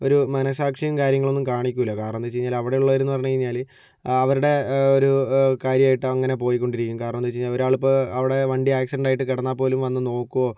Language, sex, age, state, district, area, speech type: Malayalam, male, 60+, Kerala, Kozhikode, urban, spontaneous